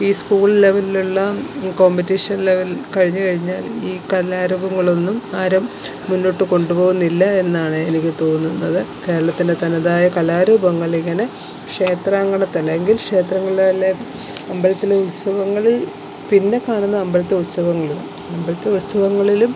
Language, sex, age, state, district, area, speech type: Malayalam, female, 45-60, Kerala, Alappuzha, rural, spontaneous